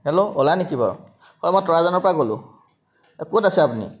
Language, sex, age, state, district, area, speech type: Assamese, male, 30-45, Assam, Jorhat, urban, spontaneous